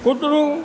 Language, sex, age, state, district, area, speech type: Gujarati, male, 60+, Gujarat, Junagadh, rural, spontaneous